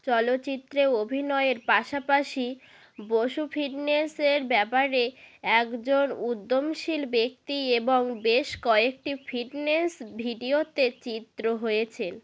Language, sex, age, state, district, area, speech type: Bengali, female, 18-30, West Bengal, North 24 Parganas, rural, read